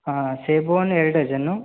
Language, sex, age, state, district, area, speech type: Kannada, male, 18-30, Karnataka, Bagalkot, rural, conversation